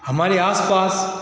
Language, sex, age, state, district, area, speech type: Hindi, male, 45-60, Bihar, Begusarai, rural, spontaneous